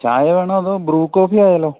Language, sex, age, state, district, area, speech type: Malayalam, male, 45-60, Kerala, Idukki, rural, conversation